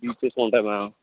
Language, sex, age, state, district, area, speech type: Telugu, male, 30-45, Andhra Pradesh, Srikakulam, urban, conversation